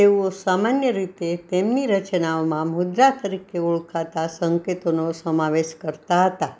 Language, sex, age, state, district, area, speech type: Gujarati, female, 60+, Gujarat, Anand, urban, read